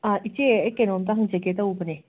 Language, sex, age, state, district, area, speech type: Manipuri, female, 45-60, Manipur, Imphal West, urban, conversation